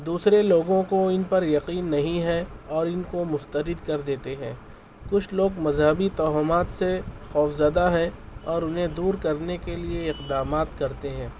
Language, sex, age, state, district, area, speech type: Urdu, male, 18-30, Maharashtra, Nashik, urban, spontaneous